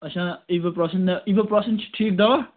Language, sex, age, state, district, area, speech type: Kashmiri, male, 18-30, Jammu and Kashmir, Kupwara, rural, conversation